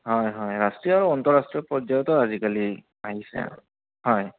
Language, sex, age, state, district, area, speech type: Assamese, male, 30-45, Assam, Goalpara, urban, conversation